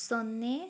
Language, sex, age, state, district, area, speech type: Kannada, female, 45-60, Karnataka, Chikkaballapur, rural, read